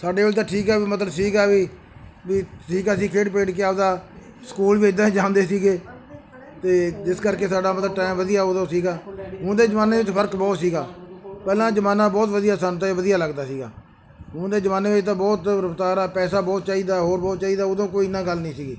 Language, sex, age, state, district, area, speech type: Punjabi, male, 60+, Punjab, Bathinda, urban, spontaneous